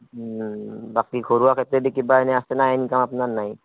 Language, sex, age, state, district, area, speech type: Assamese, male, 30-45, Assam, Barpeta, rural, conversation